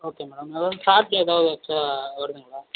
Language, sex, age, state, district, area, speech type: Tamil, male, 30-45, Tamil Nadu, Viluppuram, rural, conversation